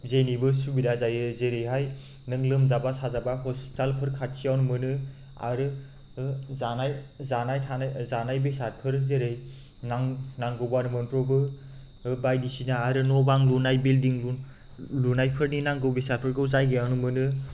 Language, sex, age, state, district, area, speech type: Bodo, male, 30-45, Assam, Chirang, rural, spontaneous